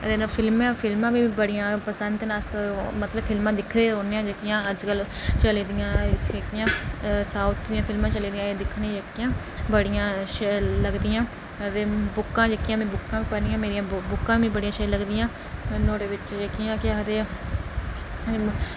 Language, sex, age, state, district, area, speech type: Dogri, male, 30-45, Jammu and Kashmir, Reasi, rural, spontaneous